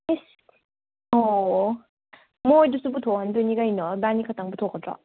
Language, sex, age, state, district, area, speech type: Manipuri, female, 45-60, Manipur, Imphal West, urban, conversation